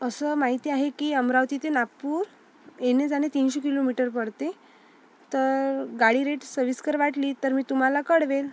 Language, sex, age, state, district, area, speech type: Marathi, female, 18-30, Maharashtra, Amravati, urban, spontaneous